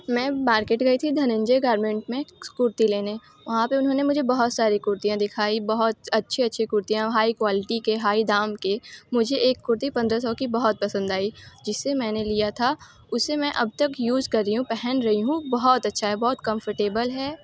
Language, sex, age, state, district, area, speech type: Hindi, female, 18-30, Uttar Pradesh, Bhadohi, rural, spontaneous